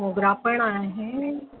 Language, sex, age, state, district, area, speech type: Marathi, female, 45-60, Maharashtra, Nanded, urban, conversation